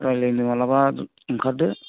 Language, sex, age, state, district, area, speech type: Bodo, male, 45-60, Assam, Udalguri, rural, conversation